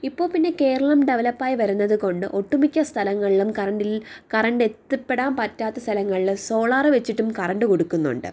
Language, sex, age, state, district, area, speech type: Malayalam, female, 18-30, Kerala, Thiruvananthapuram, urban, spontaneous